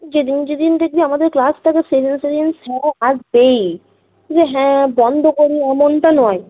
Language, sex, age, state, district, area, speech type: Bengali, female, 18-30, West Bengal, Cooch Behar, rural, conversation